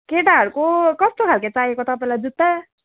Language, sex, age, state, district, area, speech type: Nepali, female, 30-45, West Bengal, Jalpaiguri, rural, conversation